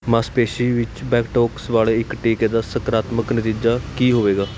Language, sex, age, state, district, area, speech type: Punjabi, male, 18-30, Punjab, Kapurthala, urban, read